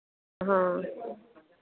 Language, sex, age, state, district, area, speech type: Hindi, female, 45-60, Bihar, Madhepura, rural, conversation